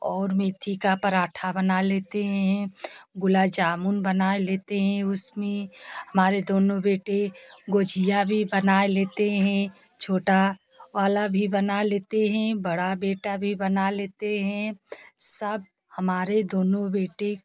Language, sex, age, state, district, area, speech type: Hindi, female, 30-45, Uttar Pradesh, Jaunpur, rural, spontaneous